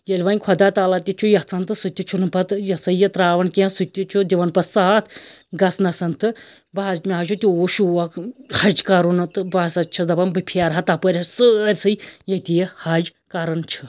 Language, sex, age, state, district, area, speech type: Kashmiri, female, 30-45, Jammu and Kashmir, Anantnag, rural, spontaneous